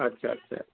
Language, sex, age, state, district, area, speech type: Bengali, male, 60+, West Bengal, Darjeeling, rural, conversation